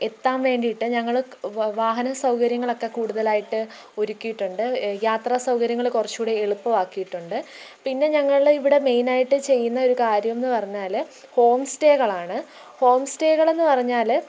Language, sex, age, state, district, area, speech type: Malayalam, female, 18-30, Kerala, Pathanamthitta, rural, spontaneous